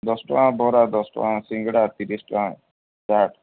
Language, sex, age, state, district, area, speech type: Odia, male, 45-60, Odisha, Sundergarh, rural, conversation